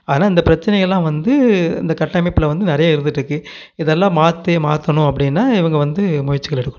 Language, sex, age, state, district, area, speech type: Tamil, male, 30-45, Tamil Nadu, Namakkal, rural, spontaneous